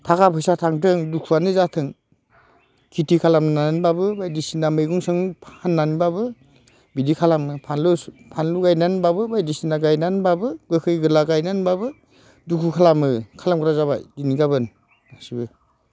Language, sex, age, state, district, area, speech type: Bodo, male, 45-60, Assam, Udalguri, rural, spontaneous